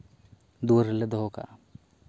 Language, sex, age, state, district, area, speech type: Santali, male, 30-45, Jharkhand, Seraikela Kharsawan, rural, spontaneous